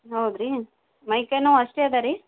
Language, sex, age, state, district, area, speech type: Kannada, female, 30-45, Karnataka, Gulbarga, urban, conversation